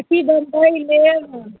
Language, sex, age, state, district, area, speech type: Maithili, female, 45-60, Bihar, Muzaffarpur, urban, conversation